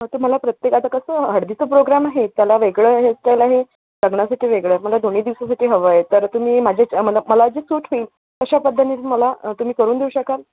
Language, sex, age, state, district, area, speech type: Marathi, female, 30-45, Maharashtra, Wardha, urban, conversation